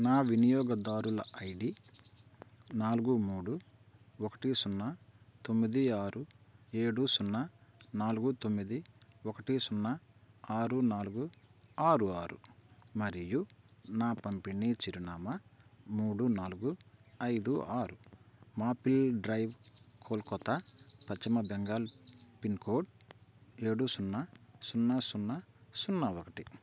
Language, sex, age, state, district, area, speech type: Telugu, male, 45-60, Andhra Pradesh, Bapatla, rural, read